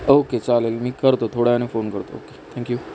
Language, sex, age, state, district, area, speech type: Marathi, male, 30-45, Maharashtra, Sindhudurg, urban, spontaneous